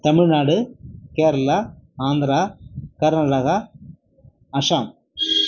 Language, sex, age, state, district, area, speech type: Tamil, male, 30-45, Tamil Nadu, Nagapattinam, rural, spontaneous